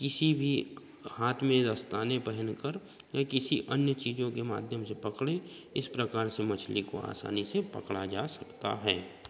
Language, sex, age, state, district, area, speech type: Hindi, male, 30-45, Madhya Pradesh, Betul, rural, spontaneous